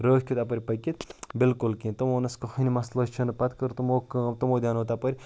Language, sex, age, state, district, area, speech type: Kashmiri, male, 30-45, Jammu and Kashmir, Ganderbal, rural, spontaneous